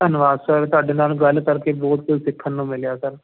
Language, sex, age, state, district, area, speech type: Punjabi, male, 18-30, Punjab, Firozpur, urban, conversation